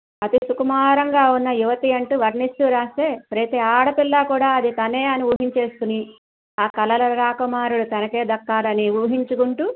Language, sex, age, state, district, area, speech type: Telugu, female, 60+, Andhra Pradesh, Krishna, rural, conversation